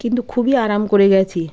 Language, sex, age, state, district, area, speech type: Bengali, female, 30-45, West Bengal, Birbhum, urban, spontaneous